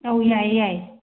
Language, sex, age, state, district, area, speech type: Manipuri, female, 45-60, Manipur, Imphal West, urban, conversation